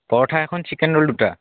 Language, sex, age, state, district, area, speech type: Assamese, male, 18-30, Assam, Barpeta, rural, conversation